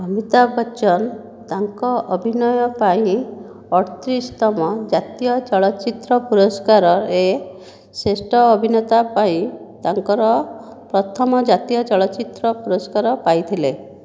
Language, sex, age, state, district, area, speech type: Odia, female, 18-30, Odisha, Jajpur, rural, read